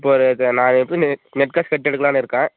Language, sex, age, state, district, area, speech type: Tamil, female, 18-30, Tamil Nadu, Dharmapuri, urban, conversation